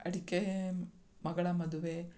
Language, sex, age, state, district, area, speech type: Kannada, female, 45-60, Karnataka, Mandya, rural, spontaneous